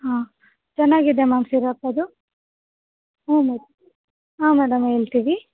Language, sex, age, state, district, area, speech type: Kannada, female, 18-30, Karnataka, Bellary, urban, conversation